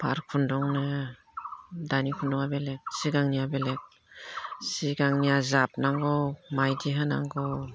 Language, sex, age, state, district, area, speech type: Bodo, female, 60+, Assam, Udalguri, rural, spontaneous